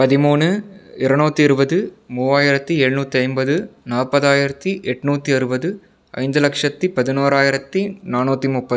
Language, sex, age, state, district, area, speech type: Tamil, male, 18-30, Tamil Nadu, Salem, urban, spontaneous